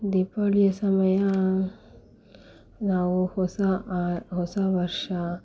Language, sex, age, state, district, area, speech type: Kannada, female, 18-30, Karnataka, Dakshina Kannada, rural, spontaneous